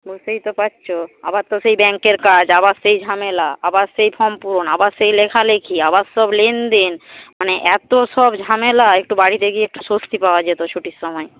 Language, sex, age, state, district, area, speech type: Bengali, female, 45-60, West Bengal, Paschim Medinipur, rural, conversation